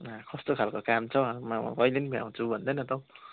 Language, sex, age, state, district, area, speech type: Nepali, male, 18-30, West Bengal, Kalimpong, rural, conversation